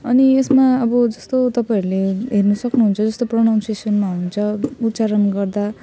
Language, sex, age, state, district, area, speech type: Nepali, female, 30-45, West Bengal, Jalpaiguri, urban, spontaneous